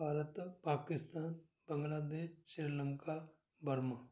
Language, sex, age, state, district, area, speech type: Punjabi, male, 60+, Punjab, Amritsar, urban, spontaneous